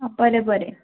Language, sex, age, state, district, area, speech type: Goan Konkani, female, 18-30, Goa, Tiswadi, rural, conversation